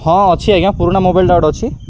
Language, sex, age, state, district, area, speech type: Odia, male, 18-30, Odisha, Nabarangpur, urban, spontaneous